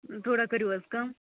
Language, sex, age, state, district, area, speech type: Kashmiri, female, 30-45, Jammu and Kashmir, Kupwara, rural, conversation